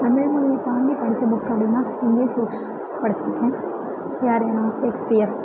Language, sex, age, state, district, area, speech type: Tamil, female, 18-30, Tamil Nadu, Sivaganga, rural, spontaneous